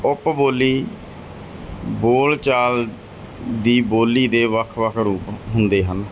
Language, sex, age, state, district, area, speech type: Punjabi, male, 30-45, Punjab, Mansa, urban, spontaneous